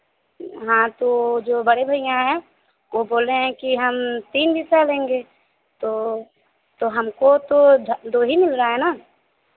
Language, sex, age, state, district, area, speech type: Hindi, female, 30-45, Uttar Pradesh, Azamgarh, rural, conversation